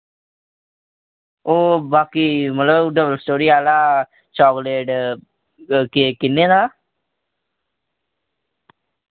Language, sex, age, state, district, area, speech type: Dogri, male, 18-30, Jammu and Kashmir, Reasi, rural, conversation